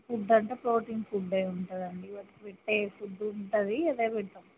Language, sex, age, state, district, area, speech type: Telugu, female, 30-45, Telangana, Mulugu, rural, conversation